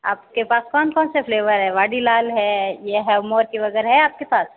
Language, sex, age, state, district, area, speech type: Hindi, female, 30-45, Rajasthan, Jodhpur, urban, conversation